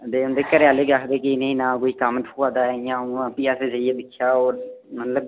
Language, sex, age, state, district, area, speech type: Dogri, male, 18-30, Jammu and Kashmir, Udhampur, rural, conversation